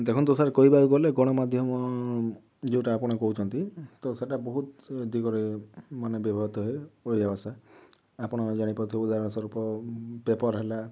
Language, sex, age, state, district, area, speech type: Odia, male, 18-30, Odisha, Kalahandi, rural, spontaneous